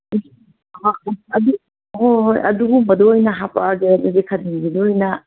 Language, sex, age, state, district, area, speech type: Manipuri, female, 60+, Manipur, Kangpokpi, urban, conversation